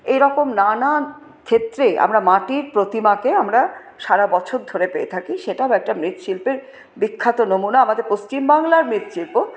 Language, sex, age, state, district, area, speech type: Bengali, female, 45-60, West Bengal, Paschim Bardhaman, urban, spontaneous